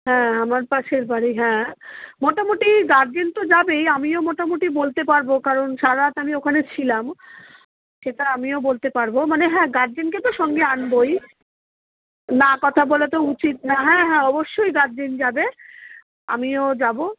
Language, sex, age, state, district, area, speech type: Bengali, female, 45-60, West Bengal, Darjeeling, rural, conversation